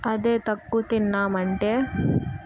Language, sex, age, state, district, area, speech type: Telugu, female, 18-30, Andhra Pradesh, Guntur, rural, spontaneous